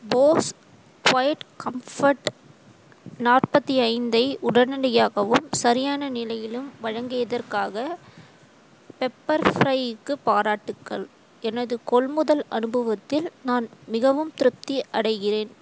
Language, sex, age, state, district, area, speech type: Tamil, female, 18-30, Tamil Nadu, Ranipet, rural, read